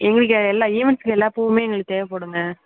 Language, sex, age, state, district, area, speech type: Tamil, female, 18-30, Tamil Nadu, Thanjavur, urban, conversation